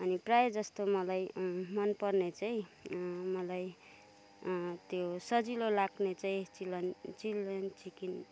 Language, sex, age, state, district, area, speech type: Nepali, female, 30-45, West Bengal, Kalimpong, rural, spontaneous